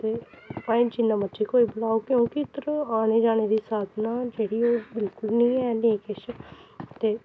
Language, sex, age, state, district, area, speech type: Dogri, female, 18-30, Jammu and Kashmir, Samba, rural, spontaneous